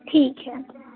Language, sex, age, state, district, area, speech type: Hindi, female, 18-30, Bihar, Muzaffarpur, urban, conversation